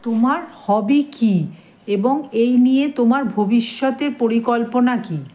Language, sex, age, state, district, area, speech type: Bengali, male, 18-30, West Bengal, Howrah, urban, spontaneous